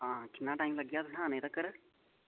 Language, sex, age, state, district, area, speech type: Dogri, male, 18-30, Jammu and Kashmir, Udhampur, rural, conversation